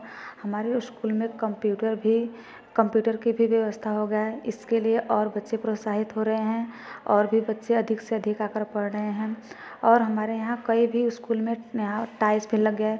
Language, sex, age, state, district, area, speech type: Hindi, female, 18-30, Uttar Pradesh, Varanasi, rural, spontaneous